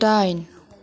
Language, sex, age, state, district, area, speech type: Bodo, female, 30-45, Assam, Chirang, rural, read